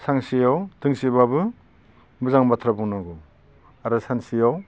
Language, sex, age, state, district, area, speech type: Bodo, male, 60+, Assam, Baksa, urban, spontaneous